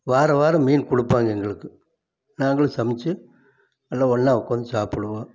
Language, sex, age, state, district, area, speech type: Tamil, male, 60+, Tamil Nadu, Erode, urban, spontaneous